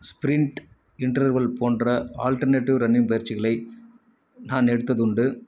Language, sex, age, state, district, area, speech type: Tamil, male, 30-45, Tamil Nadu, Krishnagiri, rural, spontaneous